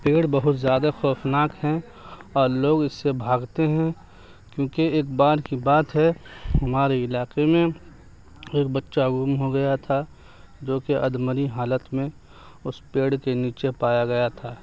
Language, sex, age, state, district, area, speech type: Urdu, male, 18-30, Bihar, Darbhanga, urban, spontaneous